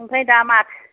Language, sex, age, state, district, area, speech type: Bodo, female, 45-60, Assam, Kokrajhar, rural, conversation